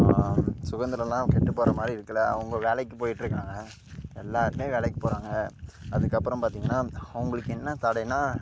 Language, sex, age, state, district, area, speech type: Tamil, male, 18-30, Tamil Nadu, Karur, rural, spontaneous